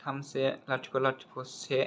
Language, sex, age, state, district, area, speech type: Bodo, male, 18-30, Assam, Chirang, urban, read